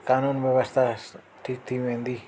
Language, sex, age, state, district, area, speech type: Sindhi, male, 30-45, Delhi, South Delhi, urban, spontaneous